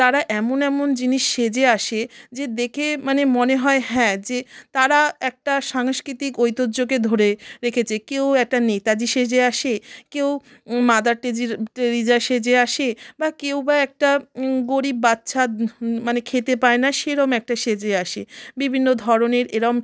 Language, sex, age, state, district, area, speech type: Bengali, female, 30-45, West Bengal, South 24 Parganas, rural, spontaneous